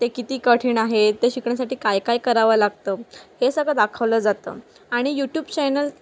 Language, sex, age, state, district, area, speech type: Marathi, female, 18-30, Maharashtra, Palghar, rural, spontaneous